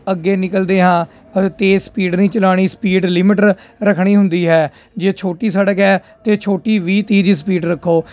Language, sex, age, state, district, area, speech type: Punjabi, male, 30-45, Punjab, Jalandhar, urban, spontaneous